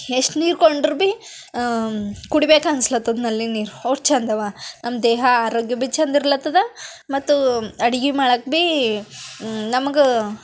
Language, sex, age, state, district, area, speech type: Kannada, female, 18-30, Karnataka, Bidar, urban, spontaneous